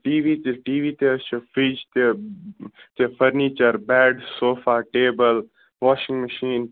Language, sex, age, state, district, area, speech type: Kashmiri, male, 18-30, Jammu and Kashmir, Baramulla, rural, conversation